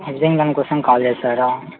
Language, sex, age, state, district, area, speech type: Telugu, male, 18-30, Telangana, Mancherial, urban, conversation